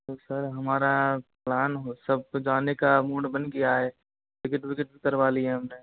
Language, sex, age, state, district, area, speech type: Hindi, male, 30-45, Rajasthan, Karauli, rural, conversation